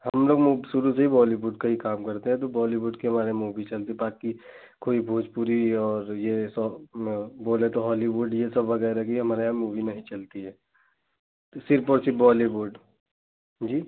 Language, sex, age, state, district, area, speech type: Hindi, male, 18-30, Uttar Pradesh, Pratapgarh, rural, conversation